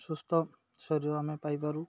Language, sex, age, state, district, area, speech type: Odia, male, 30-45, Odisha, Malkangiri, urban, spontaneous